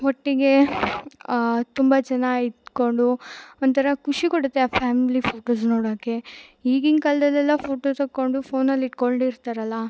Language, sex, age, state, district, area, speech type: Kannada, female, 18-30, Karnataka, Chikkamagaluru, rural, spontaneous